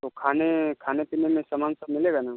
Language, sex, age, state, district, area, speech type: Hindi, male, 30-45, Uttar Pradesh, Mau, urban, conversation